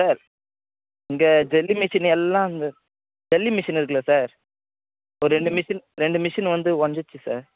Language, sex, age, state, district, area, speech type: Tamil, male, 18-30, Tamil Nadu, Tiruvannamalai, rural, conversation